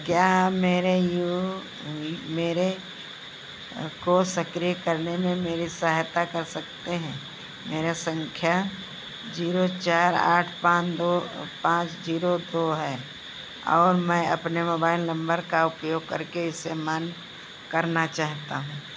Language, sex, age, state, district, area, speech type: Hindi, female, 60+, Uttar Pradesh, Sitapur, rural, read